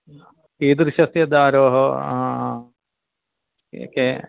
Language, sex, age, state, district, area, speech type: Sanskrit, male, 45-60, Kerala, Thrissur, urban, conversation